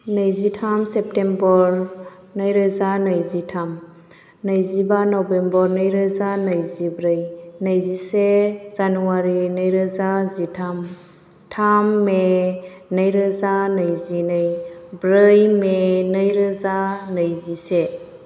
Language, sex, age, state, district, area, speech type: Bodo, female, 18-30, Assam, Chirang, rural, spontaneous